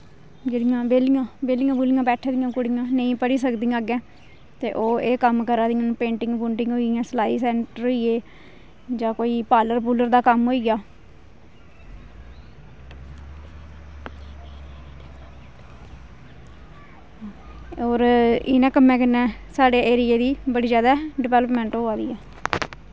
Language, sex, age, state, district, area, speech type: Dogri, female, 30-45, Jammu and Kashmir, Kathua, rural, spontaneous